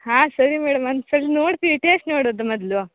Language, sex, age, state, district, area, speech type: Kannada, female, 18-30, Karnataka, Kodagu, rural, conversation